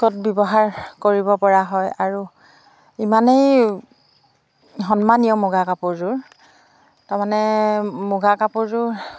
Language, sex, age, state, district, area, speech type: Assamese, female, 45-60, Assam, Jorhat, urban, spontaneous